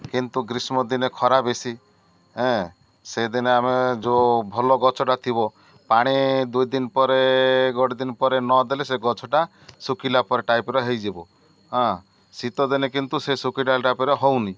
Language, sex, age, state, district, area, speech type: Odia, male, 60+, Odisha, Malkangiri, urban, spontaneous